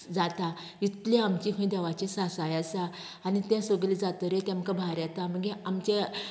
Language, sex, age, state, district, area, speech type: Goan Konkani, female, 45-60, Goa, Canacona, rural, spontaneous